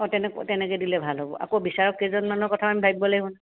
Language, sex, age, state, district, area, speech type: Assamese, female, 45-60, Assam, Dhemaji, rural, conversation